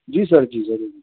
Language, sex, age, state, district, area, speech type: Urdu, male, 30-45, Delhi, Central Delhi, urban, conversation